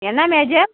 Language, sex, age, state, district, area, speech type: Tamil, female, 60+, Tamil Nadu, Krishnagiri, rural, conversation